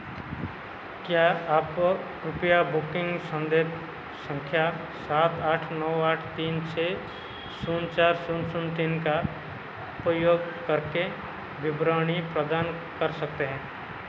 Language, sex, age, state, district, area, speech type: Hindi, male, 45-60, Madhya Pradesh, Seoni, rural, read